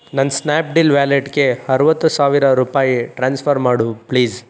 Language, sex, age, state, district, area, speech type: Kannada, male, 45-60, Karnataka, Chikkaballapur, urban, read